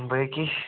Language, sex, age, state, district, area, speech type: Kashmiri, male, 18-30, Jammu and Kashmir, Kupwara, rural, conversation